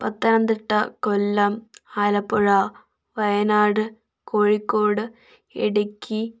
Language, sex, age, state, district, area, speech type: Malayalam, female, 18-30, Kerala, Wayanad, rural, spontaneous